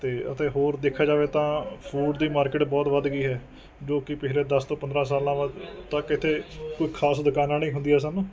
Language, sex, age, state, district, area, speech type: Punjabi, male, 30-45, Punjab, Mohali, urban, spontaneous